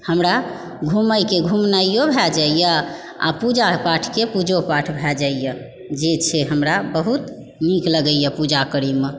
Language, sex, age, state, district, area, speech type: Maithili, female, 45-60, Bihar, Supaul, rural, spontaneous